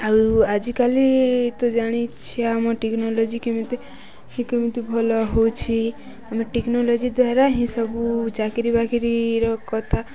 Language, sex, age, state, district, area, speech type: Odia, female, 18-30, Odisha, Nuapada, urban, spontaneous